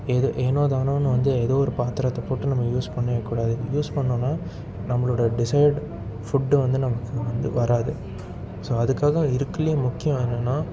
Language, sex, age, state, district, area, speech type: Tamil, male, 18-30, Tamil Nadu, Salem, urban, spontaneous